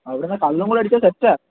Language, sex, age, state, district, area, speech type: Malayalam, male, 18-30, Kerala, Kollam, rural, conversation